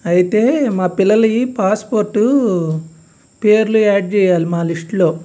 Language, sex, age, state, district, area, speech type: Telugu, male, 45-60, Andhra Pradesh, Guntur, urban, spontaneous